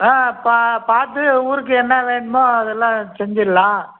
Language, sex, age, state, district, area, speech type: Tamil, male, 60+, Tamil Nadu, Krishnagiri, rural, conversation